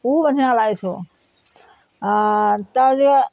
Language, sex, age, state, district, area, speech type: Maithili, female, 60+, Bihar, Araria, rural, spontaneous